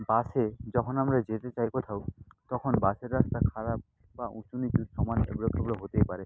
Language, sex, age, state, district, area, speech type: Bengali, male, 30-45, West Bengal, Nadia, rural, spontaneous